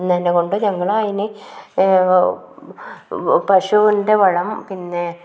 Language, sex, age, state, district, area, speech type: Malayalam, female, 45-60, Kerala, Kasaragod, rural, spontaneous